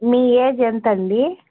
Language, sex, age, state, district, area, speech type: Telugu, female, 18-30, Andhra Pradesh, Annamaya, rural, conversation